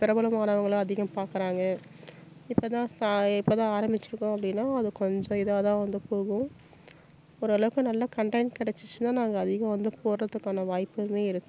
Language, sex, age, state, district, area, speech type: Tamil, female, 30-45, Tamil Nadu, Salem, rural, spontaneous